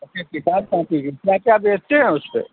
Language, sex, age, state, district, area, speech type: Hindi, male, 45-60, Uttar Pradesh, Azamgarh, rural, conversation